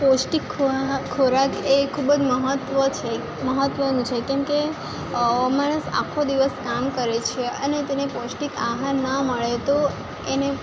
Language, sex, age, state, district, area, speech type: Gujarati, female, 18-30, Gujarat, Valsad, rural, spontaneous